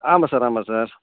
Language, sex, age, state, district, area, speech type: Tamil, male, 60+, Tamil Nadu, Tiruppur, rural, conversation